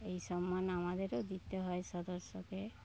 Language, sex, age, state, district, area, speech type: Bengali, female, 60+, West Bengal, Darjeeling, rural, spontaneous